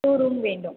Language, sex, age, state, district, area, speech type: Tamil, female, 18-30, Tamil Nadu, Viluppuram, rural, conversation